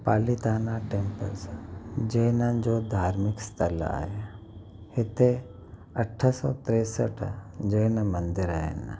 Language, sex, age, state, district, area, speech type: Sindhi, male, 30-45, Gujarat, Kutch, urban, spontaneous